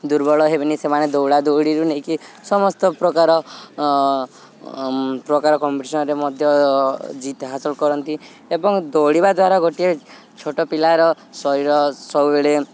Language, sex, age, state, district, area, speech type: Odia, male, 18-30, Odisha, Subarnapur, urban, spontaneous